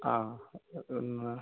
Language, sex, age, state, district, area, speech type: Malayalam, male, 45-60, Kerala, Wayanad, rural, conversation